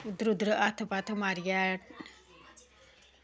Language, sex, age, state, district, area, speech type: Dogri, female, 45-60, Jammu and Kashmir, Samba, rural, spontaneous